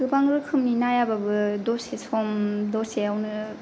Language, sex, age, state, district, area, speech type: Bodo, female, 18-30, Assam, Kokrajhar, rural, spontaneous